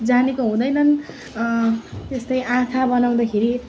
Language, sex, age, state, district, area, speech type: Nepali, female, 18-30, West Bengal, Darjeeling, rural, spontaneous